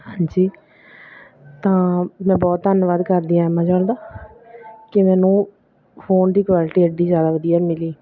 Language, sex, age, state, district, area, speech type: Punjabi, female, 30-45, Punjab, Bathinda, rural, spontaneous